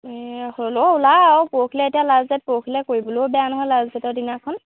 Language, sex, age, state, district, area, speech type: Assamese, female, 18-30, Assam, Golaghat, urban, conversation